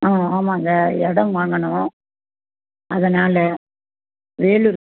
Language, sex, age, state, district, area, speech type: Tamil, female, 60+, Tamil Nadu, Vellore, rural, conversation